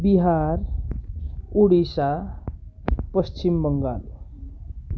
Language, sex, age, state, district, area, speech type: Nepali, male, 18-30, West Bengal, Darjeeling, rural, spontaneous